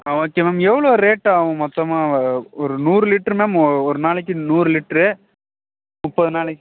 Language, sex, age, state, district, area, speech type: Tamil, male, 18-30, Tamil Nadu, Perambalur, rural, conversation